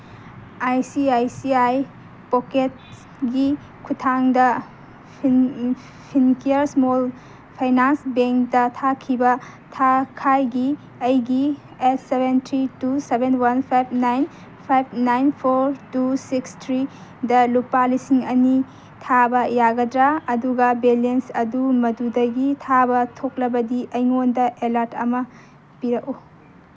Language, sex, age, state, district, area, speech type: Manipuri, female, 18-30, Manipur, Kangpokpi, urban, read